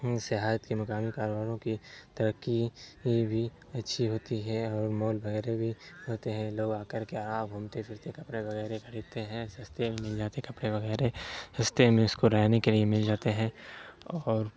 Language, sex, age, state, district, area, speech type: Urdu, male, 30-45, Bihar, Supaul, rural, spontaneous